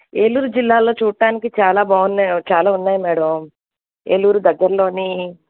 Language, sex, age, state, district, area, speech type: Telugu, female, 45-60, Andhra Pradesh, Eluru, urban, conversation